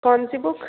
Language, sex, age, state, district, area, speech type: Hindi, female, 18-30, Bihar, Muzaffarpur, urban, conversation